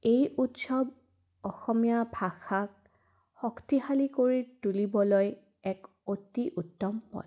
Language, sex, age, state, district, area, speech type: Assamese, female, 18-30, Assam, Udalguri, rural, spontaneous